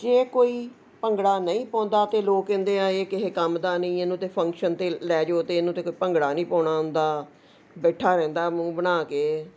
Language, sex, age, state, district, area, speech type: Punjabi, female, 60+, Punjab, Ludhiana, urban, spontaneous